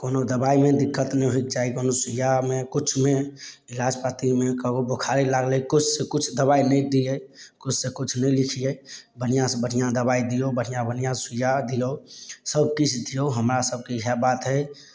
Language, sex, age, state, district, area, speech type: Maithili, male, 18-30, Bihar, Samastipur, rural, spontaneous